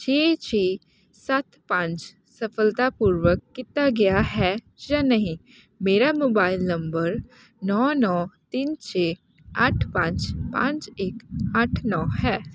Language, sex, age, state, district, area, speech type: Punjabi, female, 18-30, Punjab, Hoshiarpur, rural, read